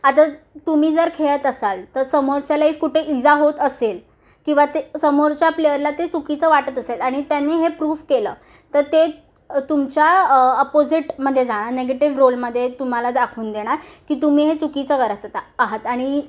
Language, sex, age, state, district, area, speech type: Marathi, female, 18-30, Maharashtra, Mumbai Suburban, urban, spontaneous